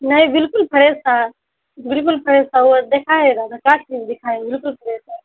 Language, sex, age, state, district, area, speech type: Urdu, female, 18-30, Bihar, Saharsa, rural, conversation